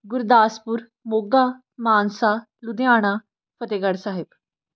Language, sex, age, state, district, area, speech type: Punjabi, female, 18-30, Punjab, Fatehgarh Sahib, urban, spontaneous